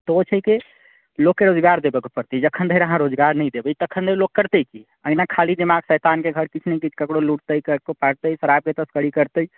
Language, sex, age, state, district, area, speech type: Maithili, male, 30-45, Bihar, Sitamarhi, rural, conversation